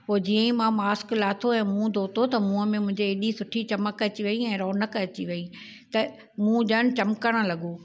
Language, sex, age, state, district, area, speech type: Sindhi, female, 60+, Maharashtra, Thane, urban, spontaneous